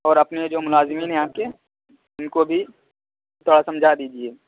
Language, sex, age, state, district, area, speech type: Urdu, male, 30-45, Uttar Pradesh, Muzaffarnagar, urban, conversation